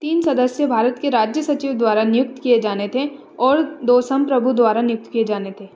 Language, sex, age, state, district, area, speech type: Hindi, female, 18-30, Madhya Pradesh, Bhopal, urban, read